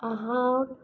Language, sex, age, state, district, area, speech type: Maithili, female, 45-60, Bihar, Madhubani, rural, spontaneous